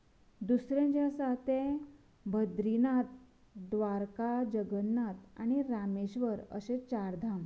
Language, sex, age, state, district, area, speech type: Goan Konkani, female, 30-45, Goa, Canacona, rural, spontaneous